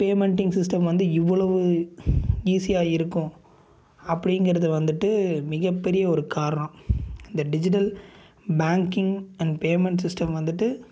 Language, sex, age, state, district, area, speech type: Tamil, male, 18-30, Tamil Nadu, Coimbatore, urban, spontaneous